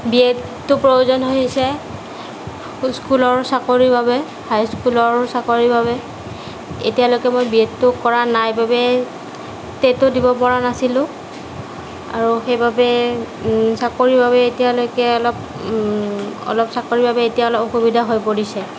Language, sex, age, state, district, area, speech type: Assamese, female, 30-45, Assam, Nagaon, rural, spontaneous